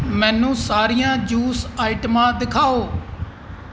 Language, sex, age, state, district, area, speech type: Punjabi, male, 45-60, Punjab, Kapurthala, urban, read